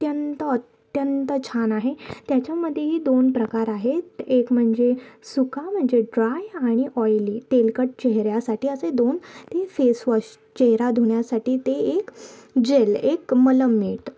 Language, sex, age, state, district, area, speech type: Marathi, female, 18-30, Maharashtra, Thane, urban, spontaneous